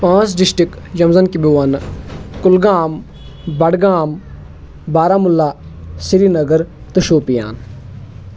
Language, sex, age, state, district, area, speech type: Kashmiri, male, 30-45, Jammu and Kashmir, Kulgam, rural, spontaneous